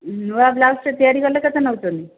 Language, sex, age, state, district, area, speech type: Odia, female, 45-60, Odisha, Dhenkanal, rural, conversation